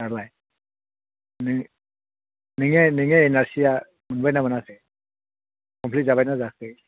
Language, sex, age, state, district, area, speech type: Bodo, other, 60+, Assam, Chirang, rural, conversation